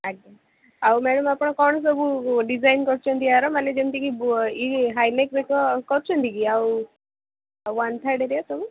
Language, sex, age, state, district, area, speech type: Odia, female, 18-30, Odisha, Cuttack, urban, conversation